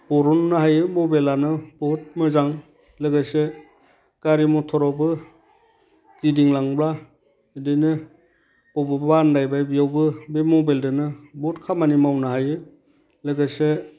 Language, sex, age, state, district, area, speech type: Bodo, male, 60+, Assam, Udalguri, rural, spontaneous